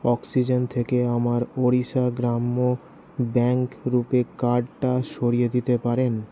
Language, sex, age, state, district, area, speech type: Bengali, male, 60+, West Bengal, Paschim Bardhaman, urban, read